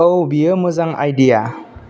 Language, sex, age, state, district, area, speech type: Bodo, male, 18-30, Assam, Kokrajhar, rural, read